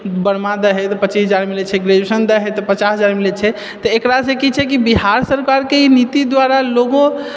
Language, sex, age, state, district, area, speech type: Maithili, male, 30-45, Bihar, Purnia, urban, spontaneous